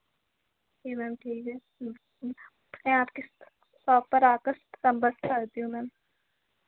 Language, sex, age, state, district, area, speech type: Hindi, female, 18-30, Madhya Pradesh, Narsinghpur, rural, conversation